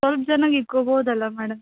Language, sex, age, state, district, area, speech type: Kannada, female, 18-30, Karnataka, Bidar, urban, conversation